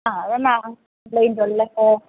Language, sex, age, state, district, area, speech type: Malayalam, female, 60+, Kerala, Pathanamthitta, rural, conversation